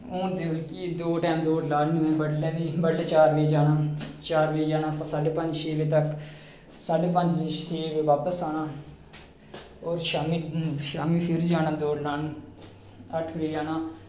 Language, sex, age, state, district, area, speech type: Dogri, male, 18-30, Jammu and Kashmir, Reasi, rural, spontaneous